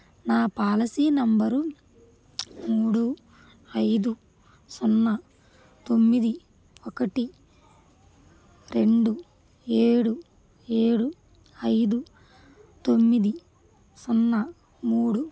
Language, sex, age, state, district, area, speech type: Telugu, female, 30-45, Andhra Pradesh, Krishna, rural, read